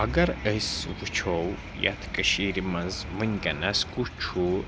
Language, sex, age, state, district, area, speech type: Kashmiri, male, 30-45, Jammu and Kashmir, Srinagar, urban, spontaneous